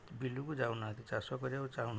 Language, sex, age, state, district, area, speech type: Odia, male, 60+, Odisha, Jagatsinghpur, rural, spontaneous